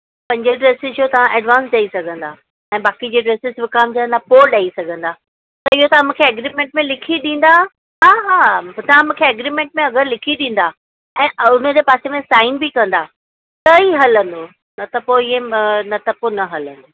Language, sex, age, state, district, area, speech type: Sindhi, female, 45-60, Maharashtra, Mumbai Suburban, urban, conversation